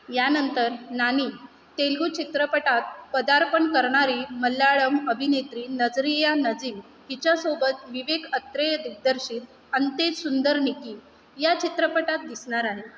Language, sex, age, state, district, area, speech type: Marathi, female, 30-45, Maharashtra, Mumbai Suburban, urban, read